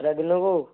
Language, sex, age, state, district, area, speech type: Odia, male, 18-30, Odisha, Kendujhar, urban, conversation